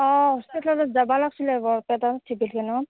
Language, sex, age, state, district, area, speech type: Assamese, female, 30-45, Assam, Barpeta, rural, conversation